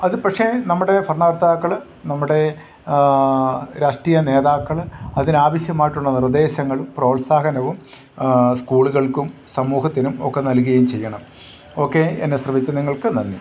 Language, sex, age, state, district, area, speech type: Malayalam, male, 45-60, Kerala, Idukki, rural, spontaneous